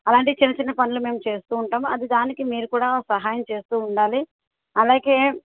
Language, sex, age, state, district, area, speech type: Telugu, female, 45-60, Andhra Pradesh, Eluru, rural, conversation